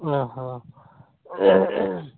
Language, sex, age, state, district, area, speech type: Santali, male, 30-45, Jharkhand, Seraikela Kharsawan, rural, conversation